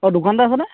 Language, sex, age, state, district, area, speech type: Assamese, male, 30-45, Assam, Charaideo, rural, conversation